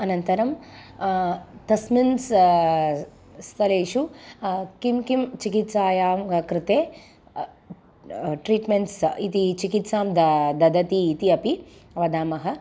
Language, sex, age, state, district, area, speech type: Sanskrit, female, 30-45, Tamil Nadu, Chennai, urban, spontaneous